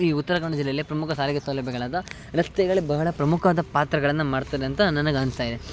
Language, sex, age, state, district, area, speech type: Kannada, male, 18-30, Karnataka, Uttara Kannada, rural, spontaneous